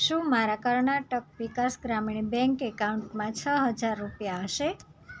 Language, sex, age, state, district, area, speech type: Gujarati, female, 30-45, Gujarat, Surat, rural, read